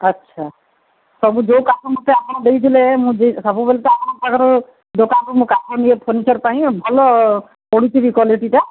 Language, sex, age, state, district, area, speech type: Odia, female, 45-60, Odisha, Sundergarh, rural, conversation